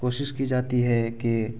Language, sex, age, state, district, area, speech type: Urdu, male, 18-30, Bihar, Araria, rural, spontaneous